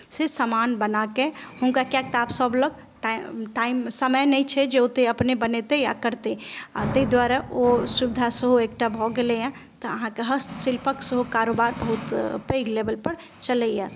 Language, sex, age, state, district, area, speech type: Maithili, female, 30-45, Bihar, Madhubani, rural, spontaneous